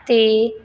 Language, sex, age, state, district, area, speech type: Punjabi, female, 18-30, Punjab, Fazilka, rural, read